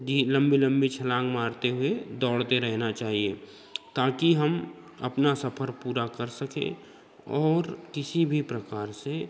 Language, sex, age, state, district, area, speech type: Hindi, male, 30-45, Madhya Pradesh, Betul, rural, spontaneous